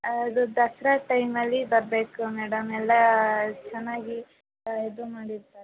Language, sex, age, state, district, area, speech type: Kannada, female, 18-30, Karnataka, Chitradurga, rural, conversation